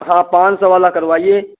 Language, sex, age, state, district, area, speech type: Hindi, male, 30-45, Uttar Pradesh, Hardoi, rural, conversation